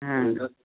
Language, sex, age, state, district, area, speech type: Maithili, female, 60+, Bihar, Sitamarhi, rural, conversation